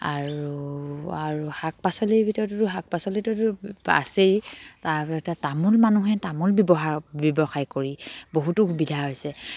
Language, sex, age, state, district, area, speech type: Assamese, female, 45-60, Assam, Dibrugarh, rural, spontaneous